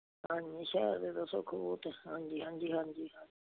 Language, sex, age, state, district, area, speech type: Punjabi, female, 60+, Punjab, Fazilka, rural, conversation